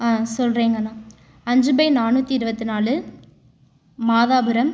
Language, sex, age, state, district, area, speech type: Tamil, female, 18-30, Tamil Nadu, Tiruchirappalli, urban, spontaneous